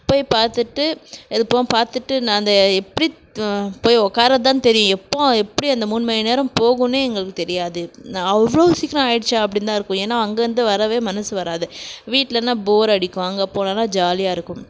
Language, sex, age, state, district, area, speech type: Tamil, female, 45-60, Tamil Nadu, Krishnagiri, rural, spontaneous